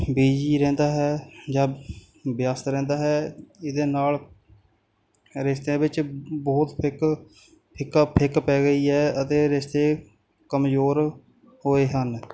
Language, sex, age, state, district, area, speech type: Punjabi, male, 18-30, Punjab, Kapurthala, rural, spontaneous